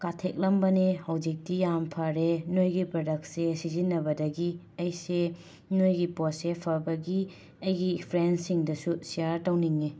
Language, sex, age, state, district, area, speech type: Manipuri, female, 45-60, Manipur, Imphal West, urban, spontaneous